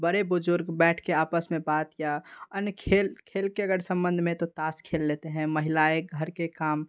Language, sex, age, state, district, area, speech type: Hindi, male, 18-30, Bihar, Darbhanga, rural, spontaneous